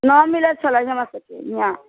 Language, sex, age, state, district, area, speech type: Maithili, female, 45-60, Bihar, Sitamarhi, urban, conversation